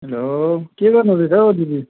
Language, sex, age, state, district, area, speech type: Nepali, male, 30-45, West Bengal, Jalpaiguri, urban, conversation